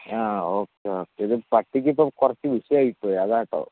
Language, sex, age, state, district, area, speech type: Malayalam, male, 18-30, Kerala, Wayanad, rural, conversation